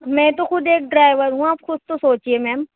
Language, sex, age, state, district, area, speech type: Urdu, female, 30-45, Uttar Pradesh, Balrampur, rural, conversation